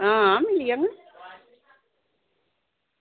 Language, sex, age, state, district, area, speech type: Dogri, female, 45-60, Jammu and Kashmir, Samba, urban, conversation